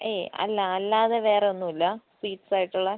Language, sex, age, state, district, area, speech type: Malayalam, female, 18-30, Kerala, Wayanad, rural, conversation